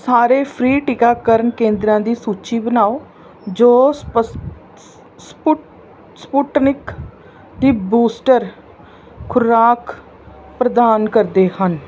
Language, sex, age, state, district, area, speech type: Punjabi, female, 30-45, Punjab, Pathankot, rural, read